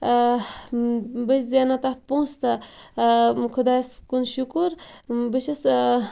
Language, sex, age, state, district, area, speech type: Kashmiri, female, 30-45, Jammu and Kashmir, Bandipora, rural, spontaneous